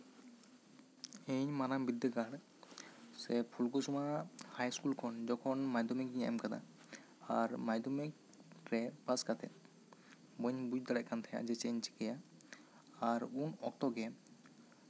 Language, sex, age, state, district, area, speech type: Santali, male, 18-30, West Bengal, Bankura, rural, spontaneous